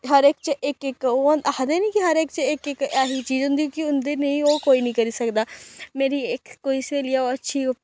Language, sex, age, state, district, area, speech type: Dogri, female, 18-30, Jammu and Kashmir, Samba, rural, spontaneous